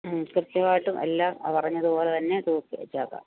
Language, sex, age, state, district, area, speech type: Malayalam, female, 45-60, Kerala, Pathanamthitta, rural, conversation